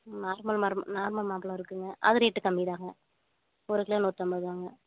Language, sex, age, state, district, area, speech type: Tamil, female, 30-45, Tamil Nadu, Coimbatore, rural, conversation